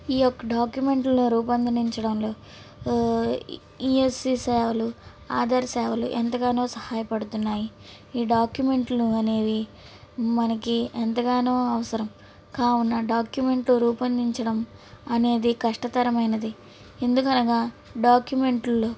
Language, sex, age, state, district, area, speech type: Telugu, female, 18-30, Andhra Pradesh, Guntur, urban, spontaneous